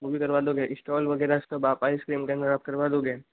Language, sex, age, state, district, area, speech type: Hindi, female, 60+, Rajasthan, Jodhpur, urban, conversation